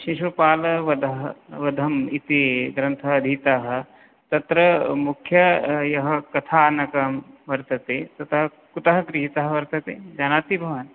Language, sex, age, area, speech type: Sanskrit, male, 30-45, urban, conversation